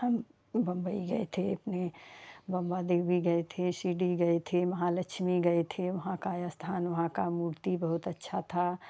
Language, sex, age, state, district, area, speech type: Hindi, female, 45-60, Uttar Pradesh, Jaunpur, rural, spontaneous